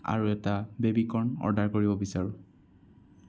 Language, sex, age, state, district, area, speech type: Assamese, male, 18-30, Assam, Sonitpur, rural, spontaneous